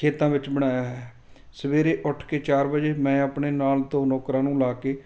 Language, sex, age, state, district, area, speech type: Punjabi, male, 30-45, Punjab, Fatehgarh Sahib, rural, spontaneous